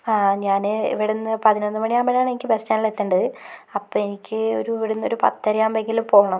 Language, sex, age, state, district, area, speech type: Malayalam, female, 18-30, Kerala, Wayanad, rural, spontaneous